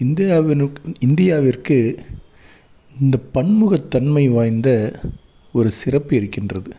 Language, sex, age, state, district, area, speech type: Tamil, male, 30-45, Tamil Nadu, Salem, urban, spontaneous